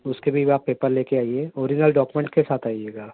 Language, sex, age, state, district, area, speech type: Urdu, male, 45-60, Uttar Pradesh, Ghaziabad, urban, conversation